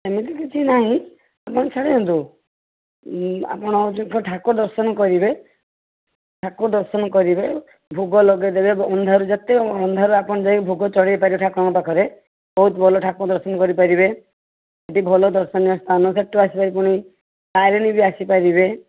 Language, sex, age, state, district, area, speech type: Odia, female, 45-60, Odisha, Balasore, rural, conversation